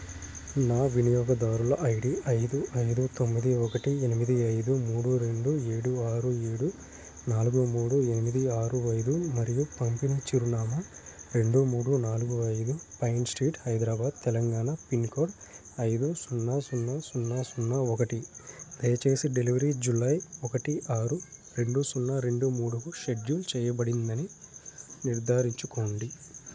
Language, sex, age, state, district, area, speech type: Telugu, male, 18-30, Andhra Pradesh, Nellore, rural, read